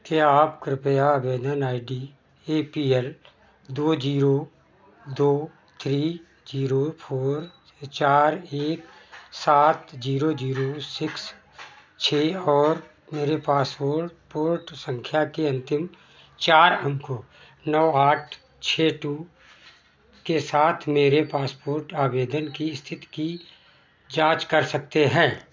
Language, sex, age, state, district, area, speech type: Hindi, male, 60+, Uttar Pradesh, Sitapur, rural, read